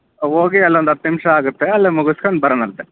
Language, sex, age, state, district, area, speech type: Kannada, male, 30-45, Karnataka, Davanagere, urban, conversation